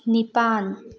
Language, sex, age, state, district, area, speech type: Manipuri, female, 30-45, Manipur, Thoubal, rural, read